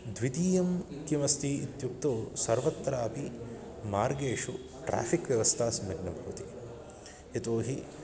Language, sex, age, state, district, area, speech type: Sanskrit, male, 30-45, Karnataka, Bangalore Urban, urban, spontaneous